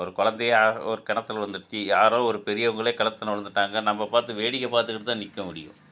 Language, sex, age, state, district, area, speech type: Tamil, male, 60+, Tamil Nadu, Tiruchirappalli, rural, spontaneous